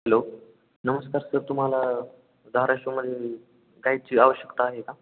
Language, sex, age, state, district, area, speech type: Marathi, male, 18-30, Maharashtra, Osmanabad, rural, conversation